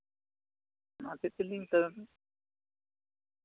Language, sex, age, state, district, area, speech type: Santali, male, 45-60, West Bengal, Bankura, rural, conversation